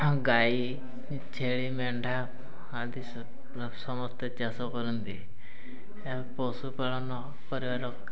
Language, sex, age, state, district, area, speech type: Odia, male, 18-30, Odisha, Mayurbhanj, rural, spontaneous